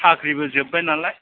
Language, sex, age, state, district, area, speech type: Bodo, male, 60+, Assam, Kokrajhar, rural, conversation